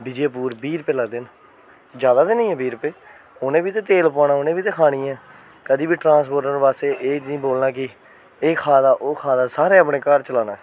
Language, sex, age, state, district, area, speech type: Dogri, male, 30-45, Jammu and Kashmir, Jammu, urban, spontaneous